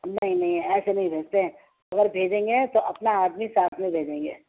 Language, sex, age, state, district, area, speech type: Urdu, female, 30-45, Uttar Pradesh, Ghaziabad, rural, conversation